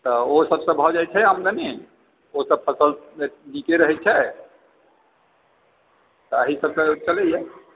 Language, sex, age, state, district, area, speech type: Maithili, male, 45-60, Bihar, Supaul, urban, conversation